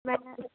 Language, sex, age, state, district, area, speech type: Hindi, female, 18-30, Uttar Pradesh, Sonbhadra, rural, conversation